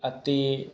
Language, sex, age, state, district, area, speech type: Punjabi, male, 18-30, Punjab, Faridkot, urban, spontaneous